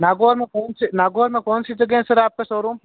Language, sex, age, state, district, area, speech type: Hindi, male, 18-30, Rajasthan, Nagaur, rural, conversation